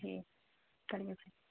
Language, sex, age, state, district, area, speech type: Urdu, female, 18-30, Bihar, Supaul, rural, conversation